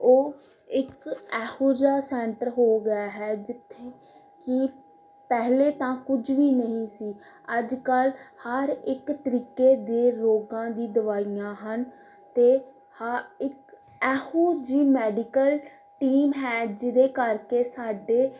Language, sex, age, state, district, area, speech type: Punjabi, female, 18-30, Punjab, Gurdaspur, rural, spontaneous